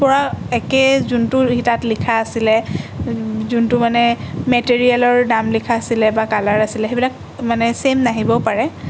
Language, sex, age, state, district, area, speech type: Assamese, female, 18-30, Assam, Sonitpur, urban, spontaneous